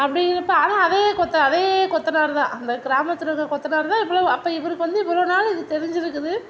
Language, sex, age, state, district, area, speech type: Tamil, female, 60+, Tamil Nadu, Mayiladuthurai, urban, spontaneous